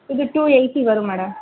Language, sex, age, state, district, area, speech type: Tamil, female, 30-45, Tamil Nadu, Madurai, urban, conversation